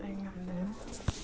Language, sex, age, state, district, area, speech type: Manipuri, female, 45-60, Manipur, Imphal East, rural, spontaneous